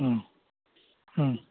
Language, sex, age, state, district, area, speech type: Tamil, male, 18-30, Tamil Nadu, Krishnagiri, rural, conversation